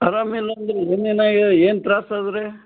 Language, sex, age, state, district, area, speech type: Kannada, male, 60+, Karnataka, Gulbarga, urban, conversation